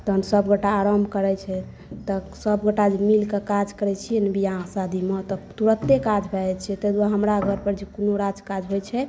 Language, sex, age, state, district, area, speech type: Maithili, female, 18-30, Bihar, Saharsa, rural, spontaneous